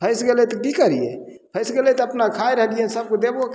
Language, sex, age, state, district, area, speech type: Maithili, male, 45-60, Bihar, Begusarai, rural, spontaneous